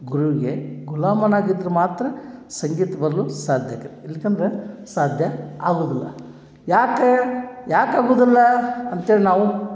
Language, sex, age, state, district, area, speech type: Kannada, male, 60+, Karnataka, Dharwad, urban, spontaneous